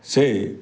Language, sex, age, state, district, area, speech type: Odia, male, 45-60, Odisha, Bargarh, urban, spontaneous